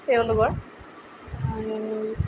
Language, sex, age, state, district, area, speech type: Assamese, female, 45-60, Assam, Tinsukia, rural, spontaneous